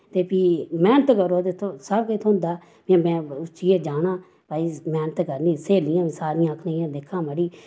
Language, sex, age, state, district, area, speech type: Dogri, female, 45-60, Jammu and Kashmir, Samba, rural, spontaneous